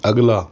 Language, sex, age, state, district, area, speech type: Punjabi, male, 30-45, Punjab, Rupnagar, rural, read